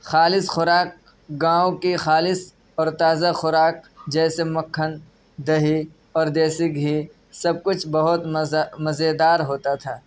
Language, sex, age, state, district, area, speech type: Urdu, male, 18-30, Uttar Pradesh, Saharanpur, urban, spontaneous